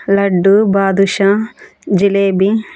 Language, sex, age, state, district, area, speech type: Telugu, female, 30-45, Andhra Pradesh, Kurnool, rural, spontaneous